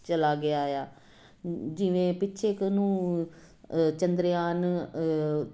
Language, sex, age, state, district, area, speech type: Punjabi, female, 45-60, Punjab, Jalandhar, urban, spontaneous